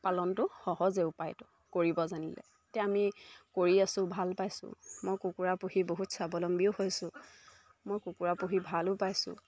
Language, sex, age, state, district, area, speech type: Assamese, female, 18-30, Assam, Sivasagar, rural, spontaneous